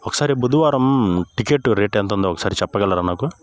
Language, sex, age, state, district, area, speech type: Telugu, male, 18-30, Andhra Pradesh, Bapatla, urban, spontaneous